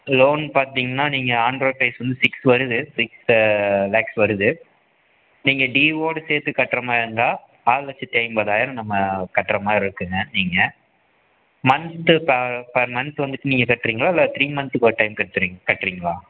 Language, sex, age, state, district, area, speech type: Tamil, male, 18-30, Tamil Nadu, Erode, urban, conversation